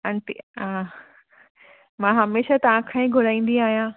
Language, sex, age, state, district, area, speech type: Sindhi, female, 30-45, Gujarat, Surat, urban, conversation